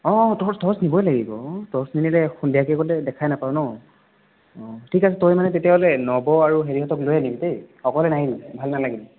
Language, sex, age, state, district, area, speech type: Assamese, male, 18-30, Assam, Nagaon, rural, conversation